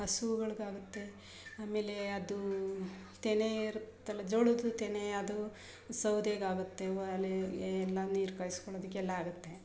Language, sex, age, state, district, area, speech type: Kannada, female, 45-60, Karnataka, Mysore, rural, spontaneous